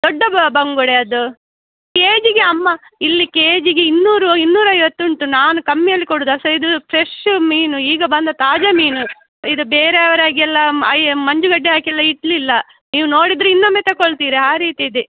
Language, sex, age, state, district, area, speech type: Kannada, female, 45-60, Karnataka, Udupi, rural, conversation